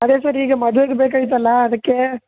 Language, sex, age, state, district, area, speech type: Kannada, male, 18-30, Karnataka, Chamarajanagar, rural, conversation